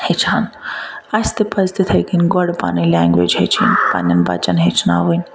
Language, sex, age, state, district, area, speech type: Kashmiri, female, 45-60, Jammu and Kashmir, Ganderbal, urban, spontaneous